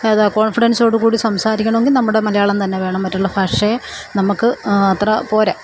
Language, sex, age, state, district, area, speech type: Malayalam, female, 45-60, Kerala, Alappuzha, urban, spontaneous